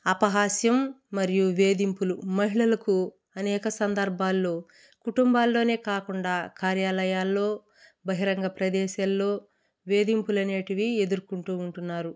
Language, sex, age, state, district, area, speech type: Telugu, female, 30-45, Andhra Pradesh, Kadapa, rural, spontaneous